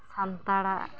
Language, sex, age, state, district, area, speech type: Santali, female, 30-45, Jharkhand, East Singhbhum, rural, spontaneous